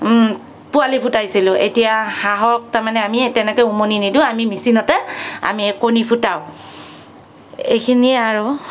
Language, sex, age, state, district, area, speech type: Assamese, female, 45-60, Assam, Kamrup Metropolitan, urban, spontaneous